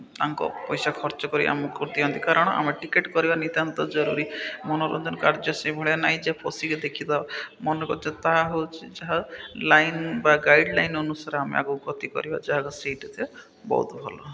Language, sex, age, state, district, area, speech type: Odia, male, 30-45, Odisha, Malkangiri, urban, spontaneous